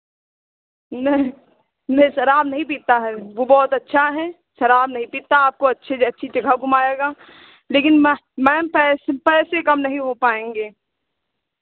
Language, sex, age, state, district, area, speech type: Hindi, female, 30-45, Uttar Pradesh, Lucknow, rural, conversation